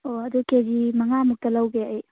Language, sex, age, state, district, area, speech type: Manipuri, female, 18-30, Manipur, Churachandpur, rural, conversation